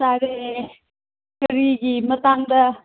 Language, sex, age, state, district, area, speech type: Manipuri, female, 18-30, Manipur, Kangpokpi, urban, conversation